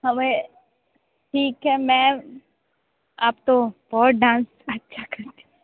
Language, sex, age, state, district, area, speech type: Hindi, female, 30-45, Uttar Pradesh, Sonbhadra, rural, conversation